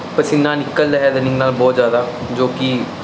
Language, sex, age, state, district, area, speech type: Punjabi, male, 30-45, Punjab, Mansa, urban, spontaneous